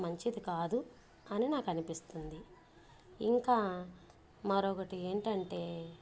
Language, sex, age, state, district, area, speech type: Telugu, female, 30-45, Andhra Pradesh, Bapatla, urban, spontaneous